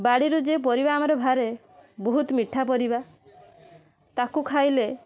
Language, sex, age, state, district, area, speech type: Odia, female, 18-30, Odisha, Balasore, rural, spontaneous